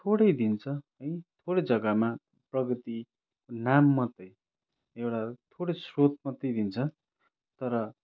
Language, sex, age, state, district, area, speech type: Nepali, male, 30-45, West Bengal, Kalimpong, rural, spontaneous